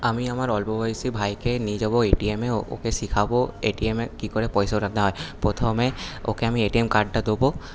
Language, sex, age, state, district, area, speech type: Bengali, male, 18-30, West Bengal, Paschim Bardhaman, urban, spontaneous